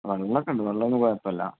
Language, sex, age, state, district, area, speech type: Malayalam, male, 30-45, Kerala, Malappuram, rural, conversation